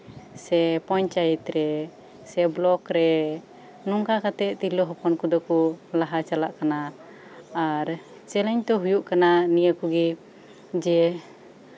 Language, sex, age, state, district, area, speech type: Santali, female, 30-45, West Bengal, Birbhum, rural, spontaneous